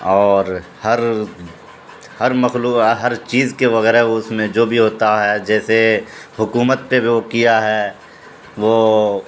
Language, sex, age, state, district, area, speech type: Urdu, male, 30-45, Bihar, Supaul, rural, spontaneous